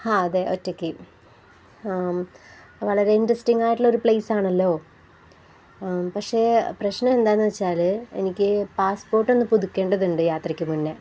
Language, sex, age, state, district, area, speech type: Malayalam, female, 18-30, Kerala, Palakkad, rural, spontaneous